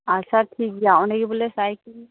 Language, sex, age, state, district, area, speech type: Santali, female, 18-30, West Bengal, Malda, rural, conversation